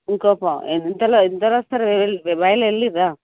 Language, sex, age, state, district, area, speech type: Telugu, female, 45-60, Telangana, Karimnagar, urban, conversation